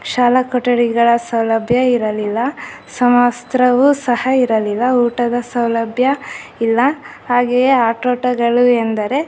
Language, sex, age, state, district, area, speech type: Kannada, female, 18-30, Karnataka, Chitradurga, rural, spontaneous